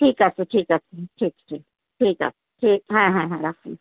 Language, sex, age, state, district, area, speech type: Bengali, female, 45-60, West Bengal, Kolkata, urban, conversation